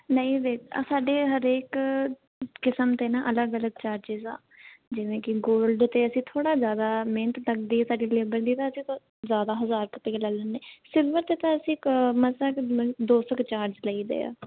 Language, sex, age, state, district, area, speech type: Punjabi, female, 18-30, Punjab, Jalandhar, urban, conversation